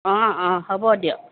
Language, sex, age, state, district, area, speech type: Assamese, female, 45-60, Assam, Dibrugarh, rural, conversation